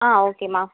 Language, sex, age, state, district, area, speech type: Tamil, female, 30-45, Tamil Nadu, Nagapattinam, rural, conversation